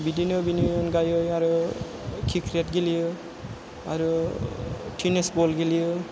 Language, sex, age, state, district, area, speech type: Bodo, female, 30-45, Assam, Chirang, rural, spontaneous